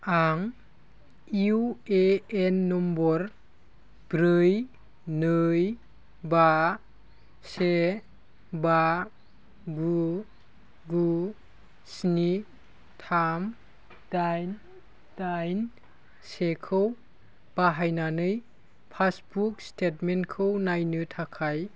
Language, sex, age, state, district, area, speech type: Bodo, male, 18-30, Assam, Kokrajhar, rural, read